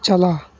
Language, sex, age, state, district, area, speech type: Santali, male, 18-30, West Bengal, Uttar Dinajpur, rural, read